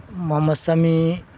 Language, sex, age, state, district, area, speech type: Urdu, male, 60+, Bihar, Darbhanga, rural, spontaneous